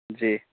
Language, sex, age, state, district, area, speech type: Urdu, male, 30-45, Bihar, Khagaria, rural, conversation